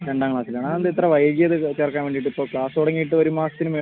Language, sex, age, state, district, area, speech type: Malayalam, female, 18-30, Kerala, Wayanad, rural, conversation